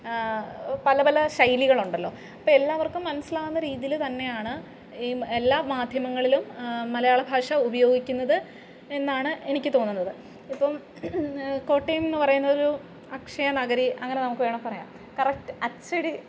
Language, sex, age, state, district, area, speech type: Malayalam, female, 18-30, Kerala, Alappuzha, rural, spontaneous